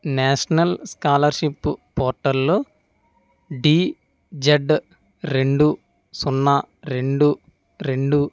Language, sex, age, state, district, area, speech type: Telugu, male, 45-60, Andhra Pradesh, East Godavari, rural, read